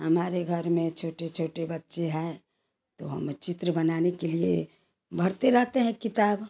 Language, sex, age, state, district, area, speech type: Hindi, female, 60+, Bihar, Samastipur, urban, spontaneous